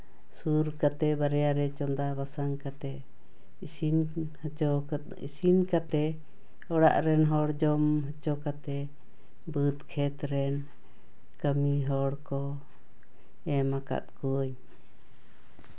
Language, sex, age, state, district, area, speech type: Santali, female, 60+, West Bengal, Paschim Bardhaman, urban, spontaneous